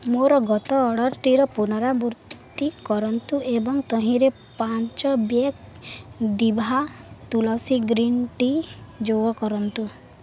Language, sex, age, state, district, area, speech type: Odia, female, 18-30, Odisha, Balangir, urban, read